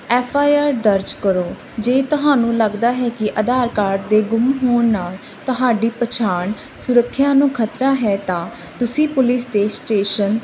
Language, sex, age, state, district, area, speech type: Punjabi, female, 30-45, Punjab, Barnala, rural, spontaneous